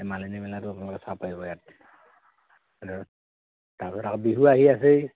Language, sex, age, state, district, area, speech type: Assamese, male, 18-30, Assam, Dhemaji, rural, conversation